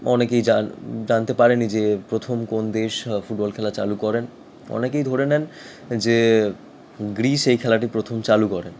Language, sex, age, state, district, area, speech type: Bengali, male, 18-30, West Bengal, Howrah, urban, spontaneous